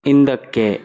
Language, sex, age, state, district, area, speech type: Kannada, male, 18-30, Karnataka, Davanagere, rural, read